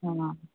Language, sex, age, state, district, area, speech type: Maithili, female, 45-60, Bihar, Purnia, rural, conversation